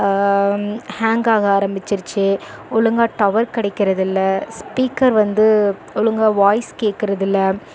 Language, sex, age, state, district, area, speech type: Tamil, female, 18-30, Tamil Nadu, Dharmapuri, urban, spontaneous